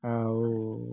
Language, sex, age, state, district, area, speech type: Odia, female, 30-45, Odisha, Balangir, urban, spontaneous